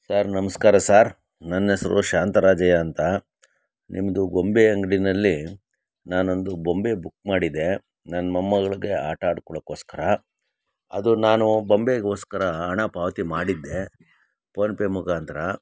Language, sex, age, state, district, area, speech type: Kannada, male, 60+, Karnataka, Chikkaballapur, rural, spontaneous